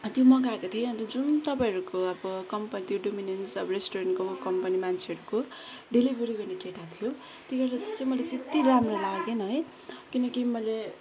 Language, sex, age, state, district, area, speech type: Nepali, female, 18-30, West Bengal, Kalimpong, rural, spontaneous